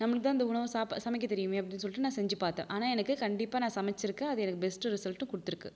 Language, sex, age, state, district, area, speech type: Tamil, female, 30-45, Tamil Nadu, Viluppuram, urban, spontaneous